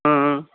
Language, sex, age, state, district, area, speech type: Sanskrit, male, 45-60, Telangana, Karimnagar, urban, conversation